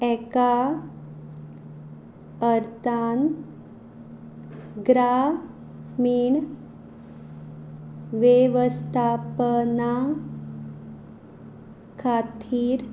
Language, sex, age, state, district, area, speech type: Goan Konkani, female, 30-45, Goa, Quepem, rural, read